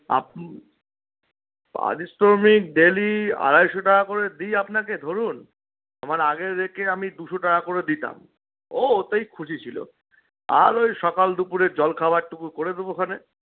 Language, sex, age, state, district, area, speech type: Bengali, male, 60+, West Bengal, Paschim Bardhaman, rural, conversation